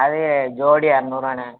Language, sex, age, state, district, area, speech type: Tamil, male, 18-30, Tamil Nadu, Thoothukudi, rural, conversation